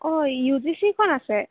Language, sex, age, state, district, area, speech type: Assamese, female, 18-30, Assam, Kamrup Metropolitan, urban, conversation